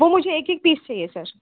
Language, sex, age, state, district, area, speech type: Hindi, female, 30-45, Madhya Pradesh, Hoshangabad, urban, conversation